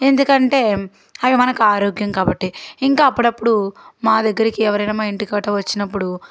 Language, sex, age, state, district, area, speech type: Telugu, female, 30-45, Andhra Pradesh, Guntur, rural, spontaneous